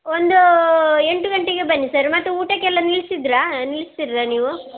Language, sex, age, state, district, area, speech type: Kannada, female, 60+, Karnataka, Dakshina Kannada, rural, conversation